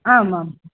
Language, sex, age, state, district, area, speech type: Sanskrit, female, 45-60, Maharashtra, Nagpur, urban, conversation